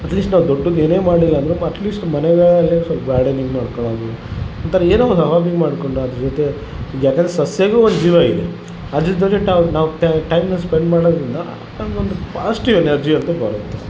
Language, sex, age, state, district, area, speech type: Kannada, male, 30-45, Karnataka, Vijayanagara, rural, spontaneous